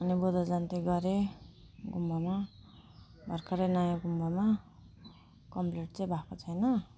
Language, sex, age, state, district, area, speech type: Nepali, female, 45-60, West Bengal, Alipurduar, rural, spontaneous